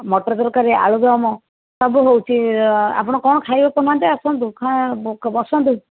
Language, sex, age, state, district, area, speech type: Odia, female, 60+, Odisha, Jajpur, rural, conversation